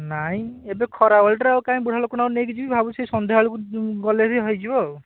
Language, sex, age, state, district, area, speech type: Odia, male, 18-30, Odisha, Bhadrak, rural, conversation